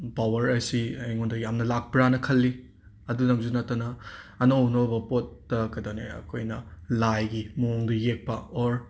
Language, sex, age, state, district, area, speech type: Manipuri, male, 30-45, Manipur, Imphal West, urban, spontaneous